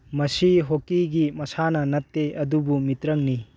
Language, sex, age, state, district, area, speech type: Manipuri, male, 18-30, Manipur, Churachandpur, rural, read